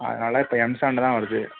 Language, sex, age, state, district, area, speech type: Tamil, male, 18-30, Tamil Nadu, Thanjavur, rural, conversation